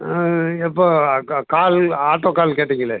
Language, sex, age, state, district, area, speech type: Tamil, male, 60+, Tamil Nadu, Sivaganga, rural, conversation